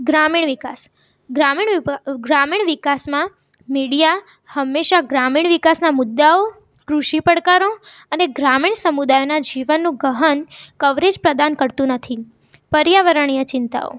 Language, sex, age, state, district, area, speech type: Gujarati, female, 18-30, Gujarat, Mehsana, rural, spontaneous